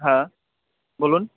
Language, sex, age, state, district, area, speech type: Bengali, male, 18-30, West Bengal, Murshidabad, urban, conversation